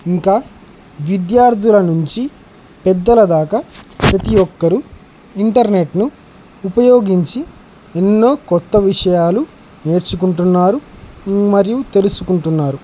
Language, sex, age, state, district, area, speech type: Telugu, male, 18-30, Andhra Pradesh, Nandyal, urban, spontaneous